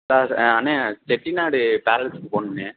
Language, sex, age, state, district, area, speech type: Tamil, male, 18-30, Tamil Nadu, Sivaganga, rural, conversation